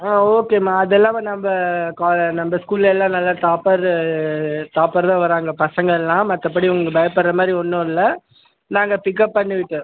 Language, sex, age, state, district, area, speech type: Tamil, male, 30-45, Tamil Nadu, Krishnagiri, rural, conversation